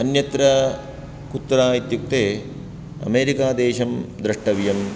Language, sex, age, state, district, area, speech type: Sanskrit, male, 30-45, Karnataka, Dakshina Kannada, rural, spontaneous